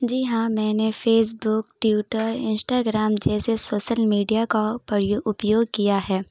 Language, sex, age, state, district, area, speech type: Urdu, female, 18-30, Bihar, Saharsa, rural, spontaneous